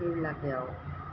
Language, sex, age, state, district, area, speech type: Assamese, female, 60+, Assam, Golaghat, urban, spontaneous